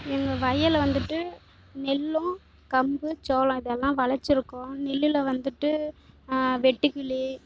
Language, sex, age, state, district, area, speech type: Tamil, female, 18-30, Tamil Nadu, Kallakurichi, rural, spontaneous